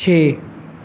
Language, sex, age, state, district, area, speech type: Punjabi, male, 18-30, Punjab, Pathankot, rural, read